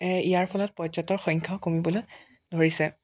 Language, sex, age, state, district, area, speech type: Assamese, male, 18-30, Assam, Jorhat, urban, spontaneous